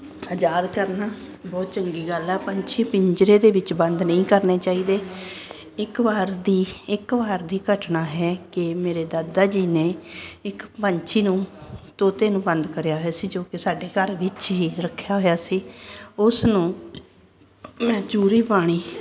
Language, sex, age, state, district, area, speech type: Punjabi, female, 60+, Punjab, Ludhiana, urban, spontaneous